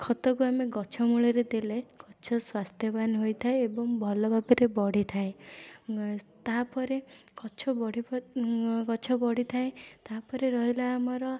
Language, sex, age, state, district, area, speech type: Odia, female, 18-30, Odisha, Puri, urban, spontaneous